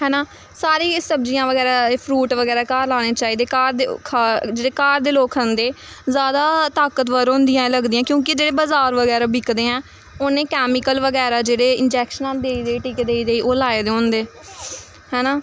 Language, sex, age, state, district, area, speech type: Dogri, female, 18-30, Jammu and Kashmir, Samba, rural, spontaneous